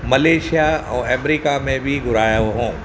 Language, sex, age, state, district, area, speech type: Sindhi, male, 45-60, Maharashtra, Thane, urban, spontaneous